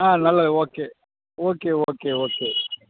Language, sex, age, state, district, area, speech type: Tamil, male, 60+, Tamil Nadu, Madurai, rural, conversation